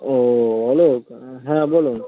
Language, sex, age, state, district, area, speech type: Bengali, male, 45-60, West Bengal, Birbhum, urban, conversation